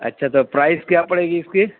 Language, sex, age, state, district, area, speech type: Urdu, male, 45-60, Uttar Pradesh, Mau, urban, conversation